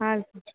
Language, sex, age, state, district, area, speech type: Kannada, female, 18-30, Karnataka, Bellary, urban, conversation